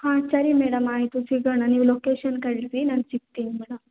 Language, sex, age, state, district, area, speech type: Kannada, female, 30-45, Karnataka, Hassan, urban, conversation